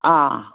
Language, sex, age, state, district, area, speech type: Manipuri, female, 60+, Manipur, Kangpokpi, urban, conversation